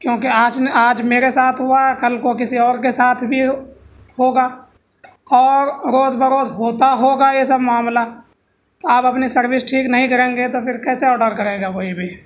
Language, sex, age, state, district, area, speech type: Urdu, male, 18-30, Delhi, South Delhi, urban, spontaneous